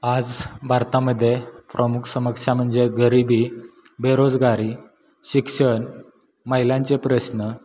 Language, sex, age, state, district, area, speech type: Marathi, male, 18-30, Maharashtra, Satara, rural, spontaneous